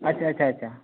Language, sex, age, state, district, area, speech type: Santali, male, 30-45, West Bengal, Malda, rural, conversation